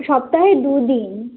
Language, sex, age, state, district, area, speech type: Bengali, female, 18-30, West Bengal, Kolkata, urban, conversation